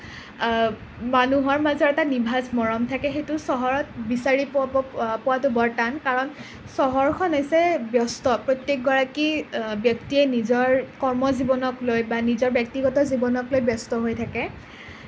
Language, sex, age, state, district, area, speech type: Assamese, other, 18-30, Assam, Nalbari, rural, spontaneous